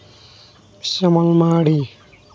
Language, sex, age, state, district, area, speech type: Santali, male, 18-30, West Bengal, Uttar Dinajpur, rural, spontaneous